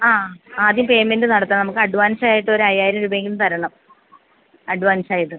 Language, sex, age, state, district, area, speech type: Malayalam, female, 45-60, Kerala, Kottayam, rural, conversation